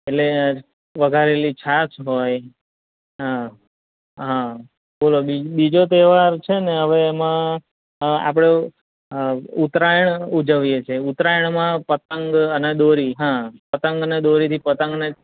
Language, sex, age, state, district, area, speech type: Gujarati, male, 30-45, Gujarat, Anand, rural, conversation